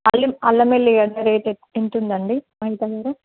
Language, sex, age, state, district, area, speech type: Telugu, female, 30-45, Telangana, Warangal, urban, conversation